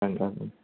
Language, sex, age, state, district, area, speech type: Bodo, male, 18-30, Assam, Kokrajhar, rural, conversation